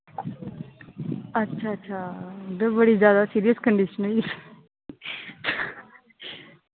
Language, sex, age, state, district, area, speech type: Dogri, female, 18-30, Jammu and Kashmir, Samba, urban, conversation